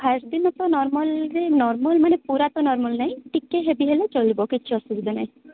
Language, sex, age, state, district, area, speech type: Odia, female, 18-30, Odisha, Malkangiri, urban, conversation